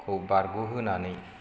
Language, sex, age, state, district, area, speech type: Bodo, male, 45-60, Assam, Chirang, rural, spontaneous